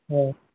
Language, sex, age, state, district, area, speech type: Assamese, male, 18-30, Assam, Majuli, urban, conversation